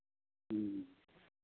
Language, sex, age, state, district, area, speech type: Santali, male, 60+, West Bengal, Bankura, rural, conversation